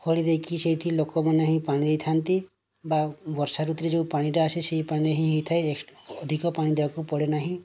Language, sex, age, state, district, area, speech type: Odia, male, 30-45, Odisha, Kandhamal, rural, spontaneous